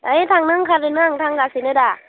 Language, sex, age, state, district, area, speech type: Bodo, female, 30-45, Assam, Udalguri, rural, conversation